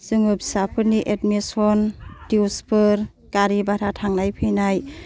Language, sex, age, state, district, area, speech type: Bodo, female, 60+, Assam, Kokrajhar, urban, spontaneous